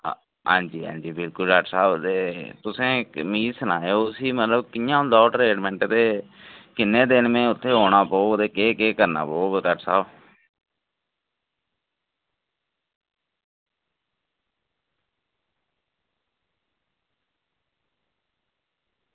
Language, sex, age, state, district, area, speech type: Dogri, male, 30-45, Jammu and Kashmir, Reasi, rural, conversation